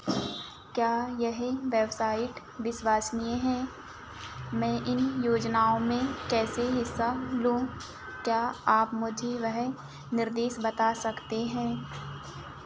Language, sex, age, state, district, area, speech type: Hindi, female, 18-30, Madhya Pradesh, Chhindwara, urban, read